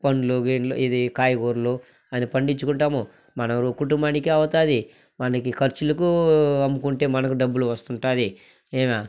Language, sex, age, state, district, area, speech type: Telugu, male, 45-60, Andhra Pradesh, Sri Balaji, urban, spontaneous